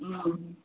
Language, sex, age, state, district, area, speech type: Tamil, female, 18-30, Tamil Nadu, Madurai, urban, conversation